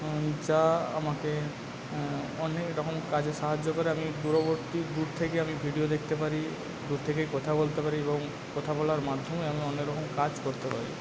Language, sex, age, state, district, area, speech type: Bengali, male, 45-60, West Bengal, Paschim Medinipur, rural, spontaneous